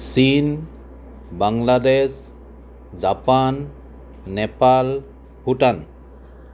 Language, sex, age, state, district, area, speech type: Assamese, male, 45-60, Assam, Sonitpur, urban, spontaneous